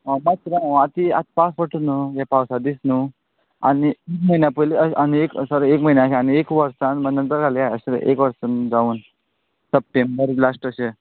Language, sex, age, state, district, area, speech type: Goan Konkani, male, 30-45, Goa, Quepem, rural, conversation